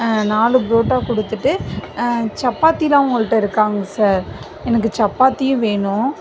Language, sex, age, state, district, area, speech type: Tamil, female, 45-60, Tamil Nadu, Mayiladuthurai, rural, spontaneous